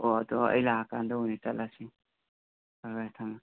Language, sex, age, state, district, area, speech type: Manipuri, male, 18-30, Manipur, Imphal West, rural, conversation